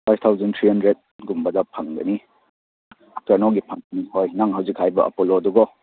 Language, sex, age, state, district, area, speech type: Manipuri, male, 18-30, Manipur, Churachandpur, rural, conversation